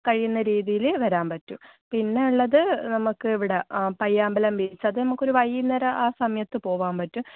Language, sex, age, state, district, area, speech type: Malayalam, female, 18-30, Kerala, Kannur, rural, conversation